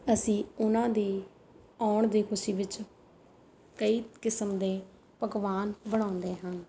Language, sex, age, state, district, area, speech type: Punjabi, female, 30-45, Punjab, Rupnagar, rural, spontaneous